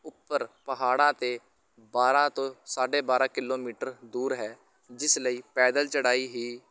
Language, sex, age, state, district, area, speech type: Punjabi, male, 18-30, Punjab, Shaheed Bhagat Singh Nagar, urban, spontaneous